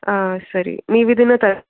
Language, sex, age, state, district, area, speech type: Kannada, female, 18-30, Karnataka, Shimoga, rural, conversation